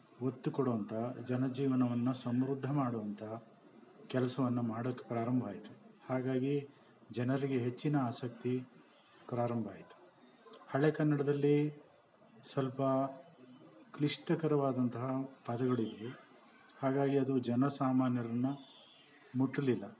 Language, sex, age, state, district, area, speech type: Kannada, male, 60+, Karnataka, Bangalore Urban, rural, spontaneous